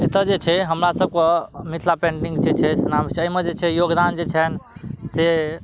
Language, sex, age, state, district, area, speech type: Maithili, male, 30-45, Bihar, Madhubani, rural, spontaneous